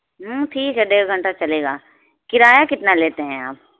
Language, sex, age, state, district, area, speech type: Urdu, female, 18-30, Uttar Pradesh, Balrampur, rural, conversation